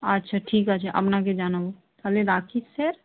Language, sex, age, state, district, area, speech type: Bengali, female, 30-45, West Bengal, Purba Medinipur, rural, conversation